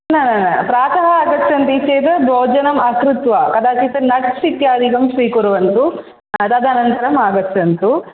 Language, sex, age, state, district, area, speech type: Sanskrit, female, 18-30, Kerala, Thrissur, urban, conversation